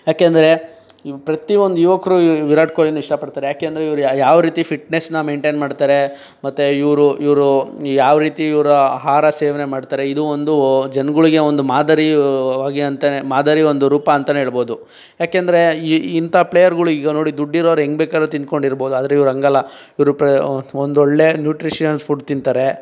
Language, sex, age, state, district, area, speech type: Kannada, male, 18-30, Karnataka, Chikkaballapur, rural, spontaneous